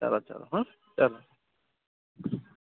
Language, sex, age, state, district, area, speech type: Gujarati, male, 18-30, Gujarat, Anand, urban, conversation